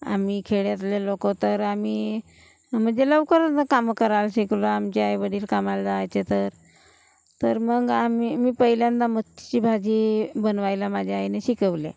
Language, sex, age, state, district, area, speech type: Marathi, female, 45-60, Maharashtra, Gondia, rural, spontaneous